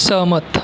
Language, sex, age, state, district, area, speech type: Marathi, male, 30-45, Maharashtra, Aurangabad, rural, read